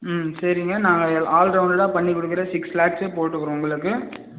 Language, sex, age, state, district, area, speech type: Tamil, male, 18-30, Tamil Nadu, Vellore, rural, conversation